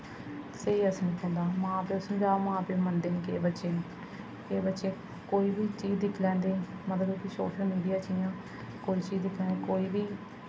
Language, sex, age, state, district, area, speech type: Dogri, female, 30-45, Jammu and Kashmir, Samba, rural, spontaneous